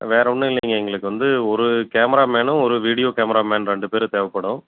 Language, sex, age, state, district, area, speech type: Tamil, male, 30-45, Tamil Nadu, Erode, rural, conversation